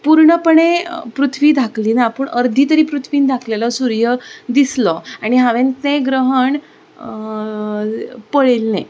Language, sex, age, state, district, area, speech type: Goan Konkani, female, 30-45, Goa, Ponda, rural, spontaneous